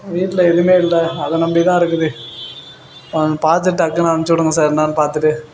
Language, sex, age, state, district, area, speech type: Tamil, male, 18-30, Tamil Nadu, Perambalur, rural, spontaneous